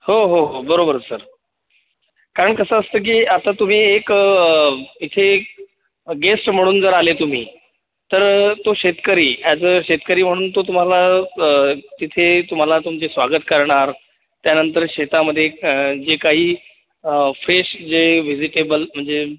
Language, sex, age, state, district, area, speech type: Marathi, male, 30-45, Maharashtra, Buldhana, urban, conversation